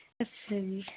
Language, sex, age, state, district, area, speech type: Punjabi, female, 18-30, Punjab, Mansa, urban, conversation